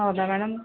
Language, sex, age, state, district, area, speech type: Kannada, female, 30-45, Karnataka, Gulbarga, urban, conversation